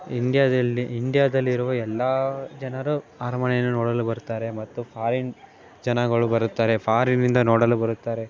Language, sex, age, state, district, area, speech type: Kannada, male, 18-30, Karnataka, Mandya, rural, spontaneous